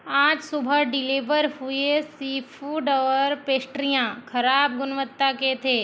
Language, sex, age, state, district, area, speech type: Hindi, female, 60+, Madhya Pradesh, Balaghat, rural, read